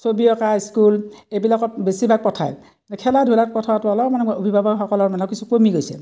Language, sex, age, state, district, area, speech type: Assamese, female, 60+, Assam, Udalguri, rural, spontaneous